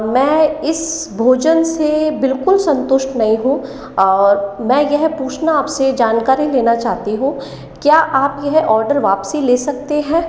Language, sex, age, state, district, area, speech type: Hindi, female, 18-30, Rajasthan, Jaipur, urban, spontaneous